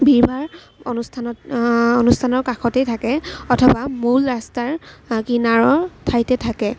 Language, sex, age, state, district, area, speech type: Assamese, female, 18-30, Assam, Kamrup Metropolitan, urban, spontaneous